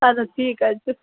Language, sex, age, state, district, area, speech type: Kashmiri, female, 18-30, Jammu and Kashmir, Budgam, rural, conversation